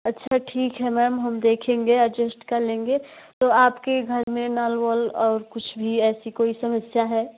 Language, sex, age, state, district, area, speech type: Hindi, female, 18-30, Uttar Pradesh, Jaunpur, urban, conversation